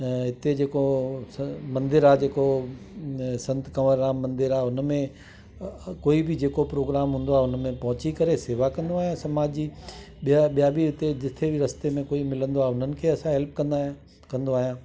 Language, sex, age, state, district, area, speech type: Sindhi, male, 60+, Delhi, South Delhi, urban, spontaneous